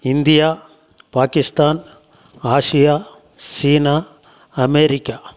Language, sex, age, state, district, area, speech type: Tamil, male, 60+, Tamil Nadu, Krishnagiri, rural, spontaneous